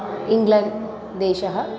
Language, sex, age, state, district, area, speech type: Sanskrit, female, 30-45, Tamil Nadu, Chennai, urban, spontaneous